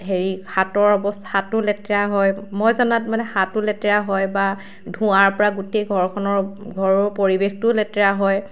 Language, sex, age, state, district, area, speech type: Assamese, female, 30-45, Assam, Sivasagar, rural, spontaneous